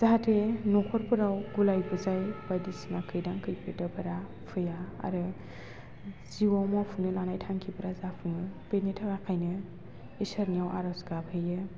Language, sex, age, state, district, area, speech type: Bodo, female, 18-30, Assam, Baksa, rural, spontaneous